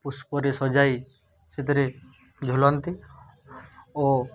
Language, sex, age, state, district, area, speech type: Odia, male, 30-45, Odisha, Mayurbhanj, rural, spontaneous